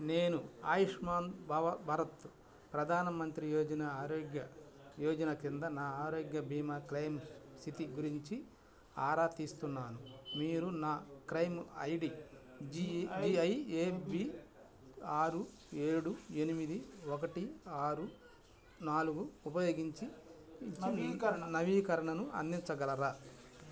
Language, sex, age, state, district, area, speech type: Telugu, male, 60+, Andhra Pradesh, Bapatla, urban, read